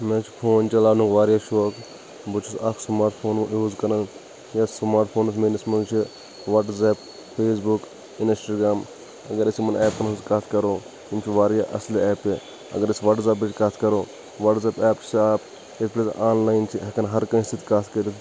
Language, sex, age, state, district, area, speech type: Kashmiri, male, 30-45, Jammu and Kashmir, Shopian, rural, spontaneous